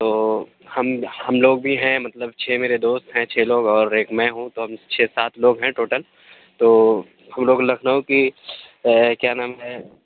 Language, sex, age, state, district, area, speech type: Urdu, male, 45-60, Uttar Pradesh, Aligarh, rural, conversation